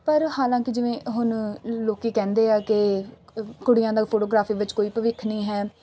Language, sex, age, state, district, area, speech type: Punjabi, female, 18-30, Punjab, Faridkot, urban, spontaneous